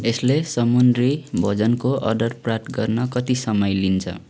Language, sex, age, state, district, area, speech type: Nepali, male, 18-30, West Bengal, Jalpaiguri, rural, read